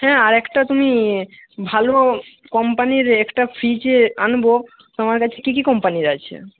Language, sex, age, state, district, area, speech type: Bengali, male, 18-30, West Bengal, Jhargram, rural, conversation